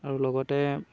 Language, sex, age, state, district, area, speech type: Assamese, male, 18-30, Assam, Dhemaji, rural, spontaneous